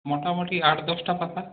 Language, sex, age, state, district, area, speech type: Bengali, male, 18-30, West Bengal, Purulia, urban, conversation